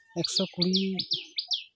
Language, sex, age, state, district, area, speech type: Santali, male, 30-45, West Bengal, Jhargram, rural, spontaneous